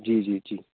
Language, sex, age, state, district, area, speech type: Hindi, male, 18-30, Madhya Pradesh, Jabalpur, urban, conversation